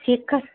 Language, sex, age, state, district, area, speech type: Bengali, female, 30-45, West Bengal, Birbhum, urban, conversation